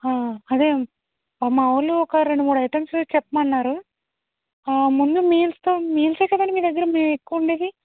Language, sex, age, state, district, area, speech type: Telugu, female, 45-60, Andhra Pradesh, East Godavari, rural, conversation